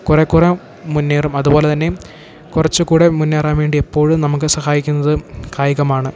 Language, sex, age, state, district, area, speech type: Malayalam, male, 18-30, Kerala, Idukki, rural, spontaneous